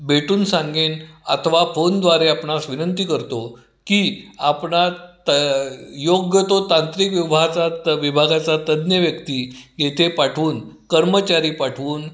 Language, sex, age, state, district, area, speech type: Marathi, male, 60+, Maharashtra, Kolhapur, urban, spontaneous